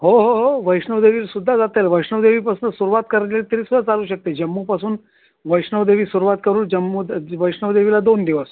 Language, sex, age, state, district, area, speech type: Marathi, male, 60+, Maharashtra, Thane, urban, conversation